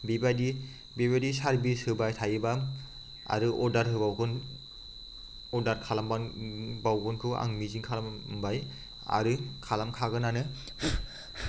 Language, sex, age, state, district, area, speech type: Bodo, male, 30-45, Assam, Chirang, rural, spontaneous